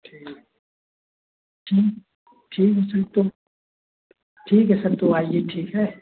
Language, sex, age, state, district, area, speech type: Hindi, male, 30-45, Uttar Pradesh, Mau, rural, conversation